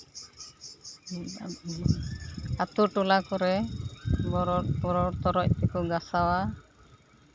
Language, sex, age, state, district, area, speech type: Santali, female, 45-60, West Bengal, Uttar Dinajpur, rural, spontaneous